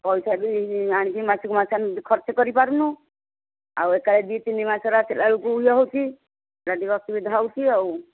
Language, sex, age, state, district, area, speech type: Odia, female, 60+, Odisha, Nayagarh, rural, conversation